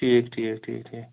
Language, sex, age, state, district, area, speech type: Kashmiri, male, 45-60, Jammu and Kashmir, Kulgam, urban, conversation